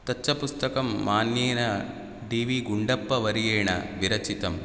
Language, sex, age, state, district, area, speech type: Sanskrit, male, 30-45, Karnataka, Udupi, rural, spontaneous